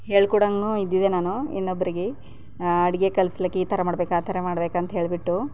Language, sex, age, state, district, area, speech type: Kannada, female, 30-45, Karnataka, Bidar, rural, spontaneous